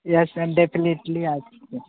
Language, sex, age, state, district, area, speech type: Hindi, male, 30-45, Uttar Pradesh, Sonbhadra, rural, conversation